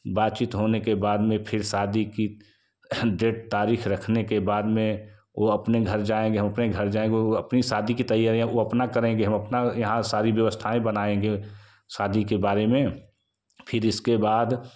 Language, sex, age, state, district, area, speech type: Hindi, male, 45-60, Uttar Pradesh, Jaunpur, rural, spontaneous